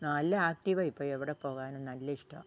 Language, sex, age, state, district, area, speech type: Malayalam, female, 60+, Kerala, Wayanad, rural, spontaneous